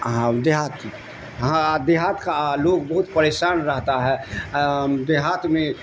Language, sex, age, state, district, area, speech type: Urdu, male, 60+, Bihar, Darbhanga, rural, spontaneous